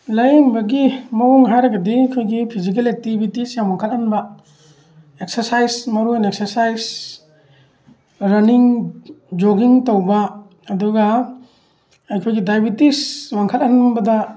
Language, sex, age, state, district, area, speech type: Manipuri, male, 45-60, Manipur, Thoubal, rural, spontaneous